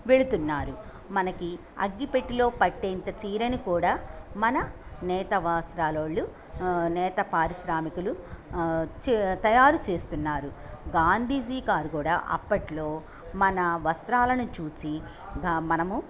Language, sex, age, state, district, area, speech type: Telugu, female, 60+, Andhra Pradesh, Bapatla, urban, spontaneous